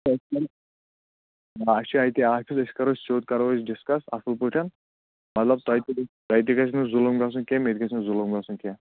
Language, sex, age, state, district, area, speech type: Kashmiri, male, 18-30, Jammu and Kashmir, Anantnag, rural, conversation